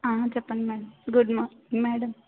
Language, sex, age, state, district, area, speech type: Telugu, female, 18-30, Andhra Pradesh, Kakinada, urban, conversation